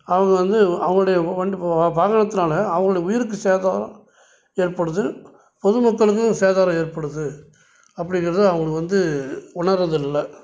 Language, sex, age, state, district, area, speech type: Tamil, male, 60+, Tamil Nadu, Salem, urban, spontaneous